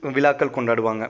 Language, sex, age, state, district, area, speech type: Tamil, male, 18-30, Tamil Nadu, Pudukkottai, rural, spontaneous